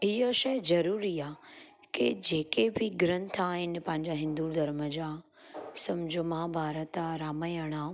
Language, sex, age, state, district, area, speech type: Sindhi, female, 30-45, Gujarat, Junagadh, urban, spontaneous